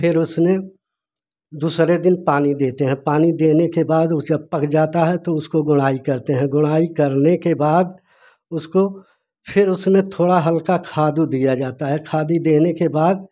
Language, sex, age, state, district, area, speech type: Hindi, male, 60+, Uttar Pradesh, Prayagraj, rural, spontaneous